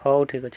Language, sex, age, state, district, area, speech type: Odia, male, 18-30, Odisha, Subarnapur, urban, spontaneous